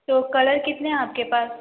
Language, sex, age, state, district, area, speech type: Hindi, female, 18-30, Uttar Pradesh, Sonbhadra, rural, conversation